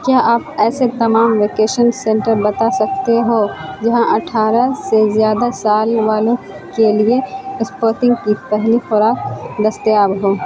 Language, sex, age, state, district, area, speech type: Urdu, female, 18-30, Bihar, Saharsa, rural, read